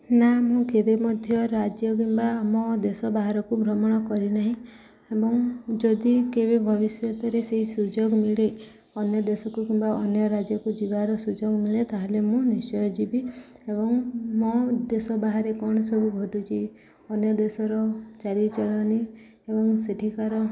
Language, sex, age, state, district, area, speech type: Odia, female, 30-45, Odisha, Subarnapur, urban, spontaneous